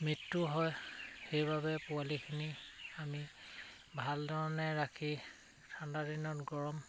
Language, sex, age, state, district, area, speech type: Assamese, male, 45-60, Assam, Charaideo, rural, spontaneous